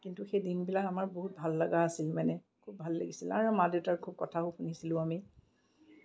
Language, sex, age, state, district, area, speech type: Assamese, female, 45-60, Assam, Kamrup Metropolitan, urban, spontaneous